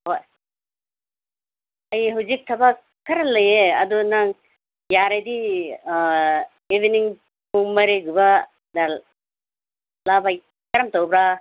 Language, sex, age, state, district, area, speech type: Manipuri, female, 45-60, Manipur, Senapati, rural, conversation